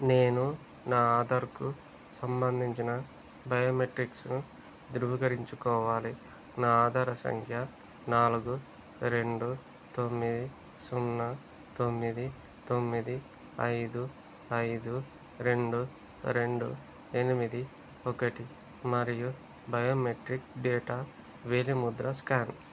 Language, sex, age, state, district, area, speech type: Telugu, male, 30-45, Telangana, Peddapalli, urban, read